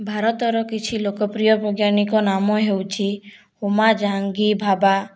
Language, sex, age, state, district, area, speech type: Odia, female, 60+, Odisha, Boudh, rural, spontaneous